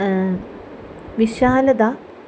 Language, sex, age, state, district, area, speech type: Sanskrit, female, 18-30, Kerala, Thrissur, rural, spontaneous